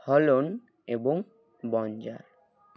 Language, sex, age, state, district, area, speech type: Bengali, male, 18-30, West Bengal, Alipurduar, rural, read